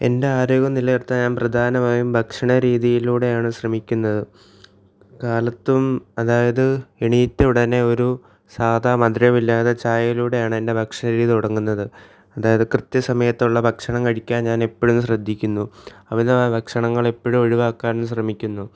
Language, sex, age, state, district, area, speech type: Malayalam, male, 18-30, Kerala, Alappuzha, rural, spontaneous